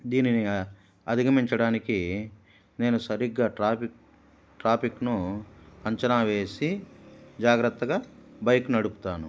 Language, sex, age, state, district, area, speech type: Telugu, male, 45-60, Andhra Pradesh, Kadapa, rural, spontaneous